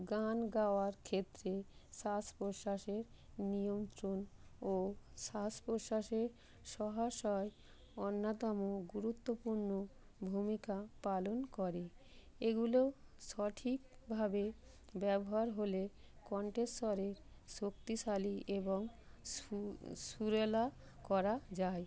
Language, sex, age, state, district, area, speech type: Bengali, female, 45-60, West Bengal, North 24 Parganas, urban, spontaneous